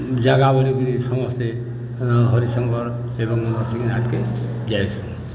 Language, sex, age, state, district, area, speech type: Odia, male, 60+, Odisha, Balangir, urban, spontaneous